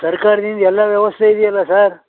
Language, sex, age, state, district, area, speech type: Kannada, male, 60+, Karnataka, Mysore, rural, conversation